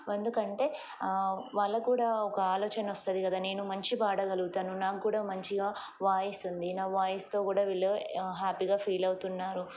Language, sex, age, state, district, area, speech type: Telugu, female, 30-45, Telangana, Ranga Reddy, urban, spontaneous